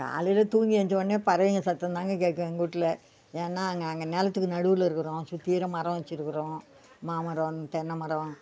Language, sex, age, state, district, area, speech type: Tamil, female, 60+, Tamil Nadu, Viluppuram, rural, spontaneous